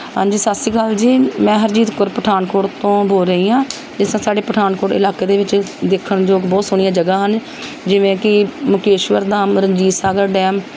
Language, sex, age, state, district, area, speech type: Punjabi, female, 45-60, Punjab, Pathankot, rural, spontaneous